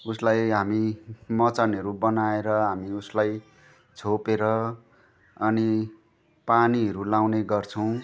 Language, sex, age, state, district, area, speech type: Nepali, male, 30-45, West Bengal, Jalpaiguri, rural, spontaneous